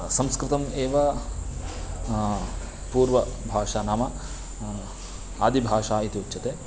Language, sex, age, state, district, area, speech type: Sanskrit, male, 18-30, Karnataka, Uttara Kannada, rural, spontaneous